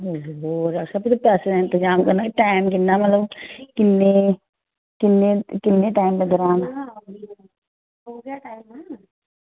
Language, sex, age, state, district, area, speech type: Dogri, female, 60+, Jammu and Kashmir, Reasi, rural, conversation